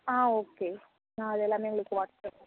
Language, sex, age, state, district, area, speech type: Tamil, female, 45-60, Tamil Nadu, Mayiladuthurai, rural, conversation